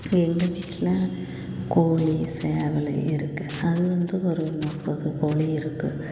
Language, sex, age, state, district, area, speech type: Tamil, female, 45-60, Tamil Nadu, Tiruppur, rural, spontaneous